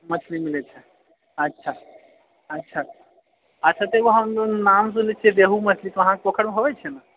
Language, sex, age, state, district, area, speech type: Maithili, male, 30-45, Bihar, Purnia, urban, conversation